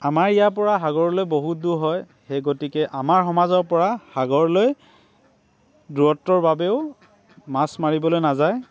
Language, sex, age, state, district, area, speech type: Assamese, male, 18-30, Assam, Dibrugarh, rural, spontaneous